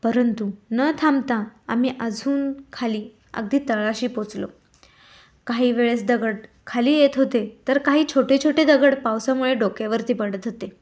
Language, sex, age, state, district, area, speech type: Marathi, female, 18-30, Maharashtra, Pune, rural, spontaneous